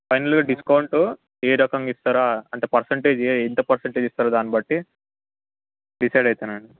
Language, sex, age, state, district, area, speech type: Telugu, male, 18-30, Telangana, Ranga Reddy, urban, conversation